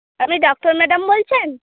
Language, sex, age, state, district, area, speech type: Bengali, female, 30-45, West Bengal, Purba Medinipur, rural, conversation